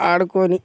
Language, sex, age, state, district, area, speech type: Telugu, male, 18-30, Telangana, Mancherial, rural, spontaneous